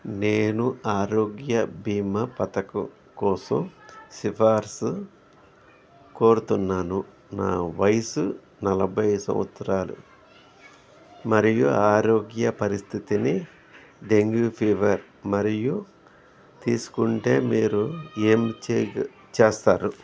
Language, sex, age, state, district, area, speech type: Telugu, male, 60+, Andhra Pradesh, N T Rama Rao, urban, read